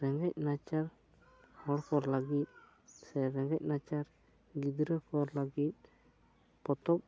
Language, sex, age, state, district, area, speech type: Santali, male, 18-30, West Bengal, Bankura, rural, spontaneous